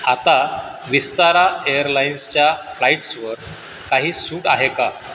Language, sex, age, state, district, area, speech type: Marathi, male, 60+, Maharashtra, Sindhudurg, rural, read